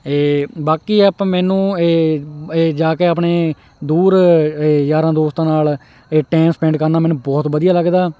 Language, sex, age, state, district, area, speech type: Punjabi, male, 18-30, Punjab, Hoshiarpur, rural, spontaneous